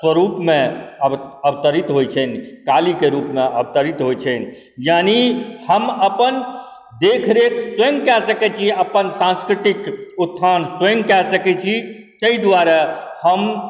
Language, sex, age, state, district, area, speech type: Maithili, male, 45-60, Bihar, Supaul, urban, spontaneous